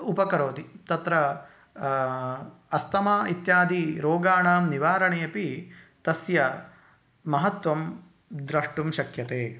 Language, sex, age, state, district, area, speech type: Sanskrit, male, 18-30, Karnataka, Uttara Kannada, rural, spontaneous